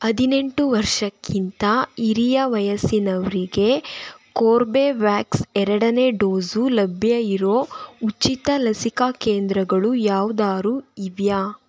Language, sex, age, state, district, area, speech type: Kannada, female, 18-30, Karnataka, Tumkur, rural, read